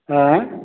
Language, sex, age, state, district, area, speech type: Hindi, male, 45-60, Bihar, Samastipur, rural, conversation